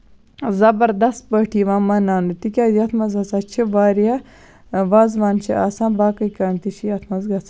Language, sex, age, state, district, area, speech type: Kashmiri, female, 45-60, Jammu and Kashmir, Baramulla, rural, spontaneous